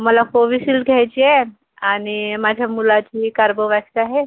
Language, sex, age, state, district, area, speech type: Marathi, female, 30-45, Maharashtra, Yavatmal, rural, conversation